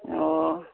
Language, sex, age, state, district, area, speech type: Manipuri, female, 60+, Manipur, Churachandpur, urban, conversation